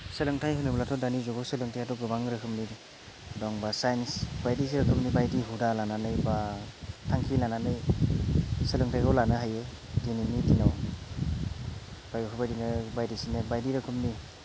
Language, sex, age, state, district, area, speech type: Bodo, male, 18-30, Assam, Udalguri, rural, spontaneous